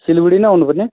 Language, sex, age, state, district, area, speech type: Nepali, male, 30-45, West Bengal, Darjeeling, rural, conversation